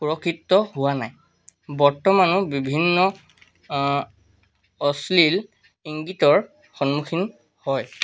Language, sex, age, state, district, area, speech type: Assamese, male, 18-30, Assam, Charaideo, urban, spontaneous